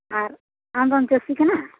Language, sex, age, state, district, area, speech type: Santali, female, 45-60, West Bengal, Uttar Dinajpur, rural, conversation